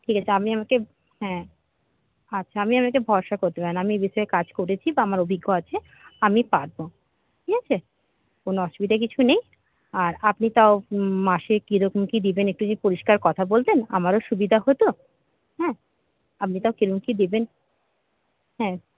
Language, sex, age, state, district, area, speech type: Bengali, female, 30-45, West Bengal, Paschim Medinipur, rural, conversation